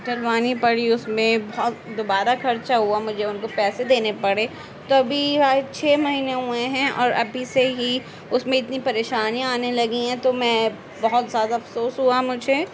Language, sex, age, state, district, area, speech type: Urdu, female, 30-45, Delhi, Central Delhi, urban, spontaneous